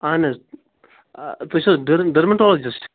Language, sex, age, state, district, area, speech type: Kashmiri, male, 30-45, Jammu and Kashmir, Baramulla, rural, conversation